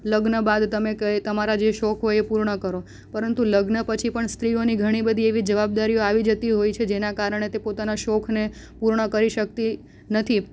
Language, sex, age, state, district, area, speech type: Gujarati, female, 18-30, Gujarat, Surat, rural, spontaneous